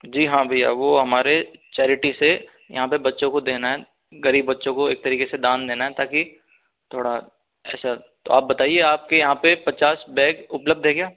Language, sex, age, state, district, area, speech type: Hindi, male, 18-30, Rajasthan, Jaipur, urban, conversation